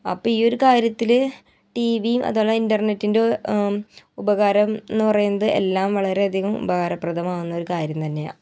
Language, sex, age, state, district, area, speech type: Malayalam, female, 18-30, Kerala, Ernakulam, rural, spontaneous